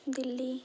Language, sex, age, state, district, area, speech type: Bengali, female, 18-30, West Bengal, Hooghly, urban, spontaneous